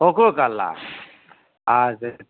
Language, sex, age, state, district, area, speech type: Maithili, male, 30-45, Bihar, Begusarai, urban, conversation